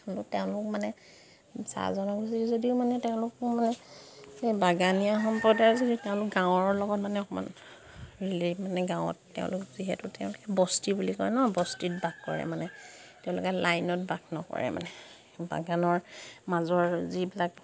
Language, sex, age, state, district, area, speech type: Assamese, female, 30-45, Assam, Sivasagar, rural, spontaneous